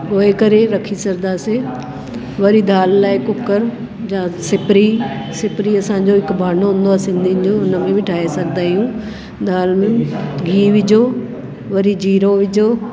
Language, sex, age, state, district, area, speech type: Sindhi, female, 45-60, Delhi, South Delhi, urban, spontaneous